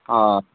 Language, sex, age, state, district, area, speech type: Kannada, male, 45-60, Karnataka, Gulbarga, urban, conversation